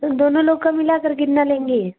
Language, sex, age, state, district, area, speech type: Hindi, female, 30-45, Uttar Pradesh, Azamgarh, urban, conversation